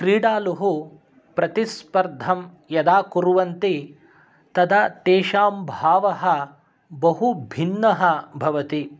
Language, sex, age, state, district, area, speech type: Sanskrit, male, 30-45, Karnataka, Shimoga, urban, spontaneous